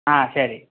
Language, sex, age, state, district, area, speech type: Tamil, male, 18-30, Tamil Nadu, Pudukkottai, rural, conversation